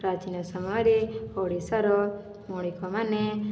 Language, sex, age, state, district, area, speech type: Odia, female, 60+, Odisha, Boudh, rural, spontaneous